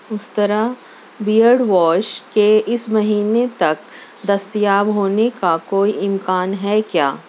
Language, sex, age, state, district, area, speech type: Urdu, female, 45-60, Maharashtra, Nashik, urban, read